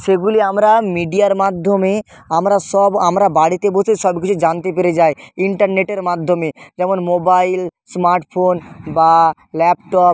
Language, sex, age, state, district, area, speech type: Bengali, male, 30-45, West Bengal, Nadia, rural, spontaneous